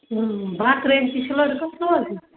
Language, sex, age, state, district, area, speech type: Kashmiri, female, 30-45, Jammu and Kashmir, Ganderbal, rural, conversation